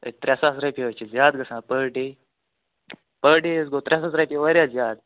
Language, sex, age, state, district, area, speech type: Kashmiri, male, 30-45, Jammu and Kashmir, Anantnag, rural, conversation